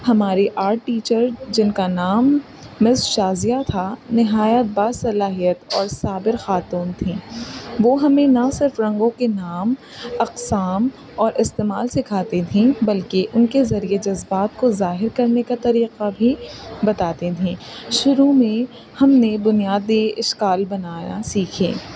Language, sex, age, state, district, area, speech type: Urdu, female, 18-30, Uttar Pradesh, Rampur, urban, spontaneous